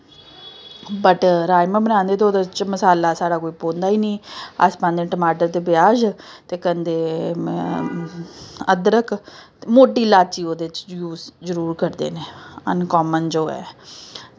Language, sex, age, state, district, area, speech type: Dogri, female, 30-45, Jammu and Kashmir, Samba, urban, spontaneous